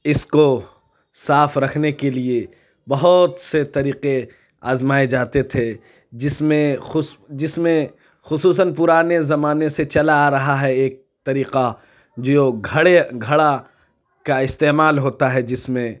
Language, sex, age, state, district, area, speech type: Urdu, male, 45-60, Uttar Pradesh, Lucknow, urban, spontaneous